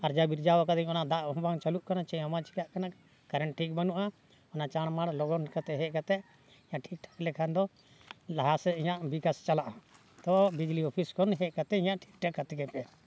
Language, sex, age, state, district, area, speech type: Santali, male, 60+, Jharkhand, Bokaro, rural, spontaneous